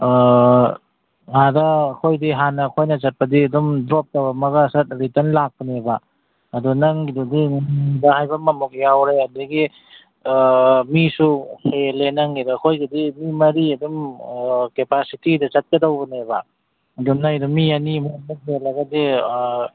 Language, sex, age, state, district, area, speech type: Manipuri, male, 45-60, Manipur, Imphal East, rural, conversation